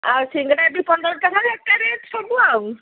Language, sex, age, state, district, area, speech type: Odia, female, 60+, Odisha, Gajapati, rural, conversation